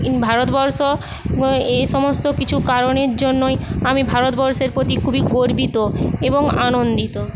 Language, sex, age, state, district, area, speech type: Bengali, female, 45-60, West Bengal, Paschim Medinipur, rural, spontaneous